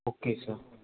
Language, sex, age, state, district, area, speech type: Gujarati, male, 18-30, Gujarat, Ahmedabad, rural, conversation